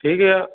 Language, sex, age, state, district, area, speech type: Hindi, male, 18-30, Uttar Pradesh, Bhadohi, urban, conversation